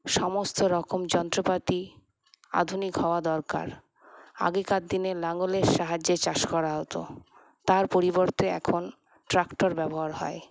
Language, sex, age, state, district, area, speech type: Bengali, female, 30-45, West Bengal, Paschim Bardhaman, urban, spontaneous